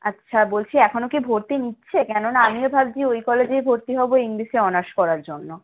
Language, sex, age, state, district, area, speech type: Bengali, female, 18-30, West Bengal, Howrah, urban, conversation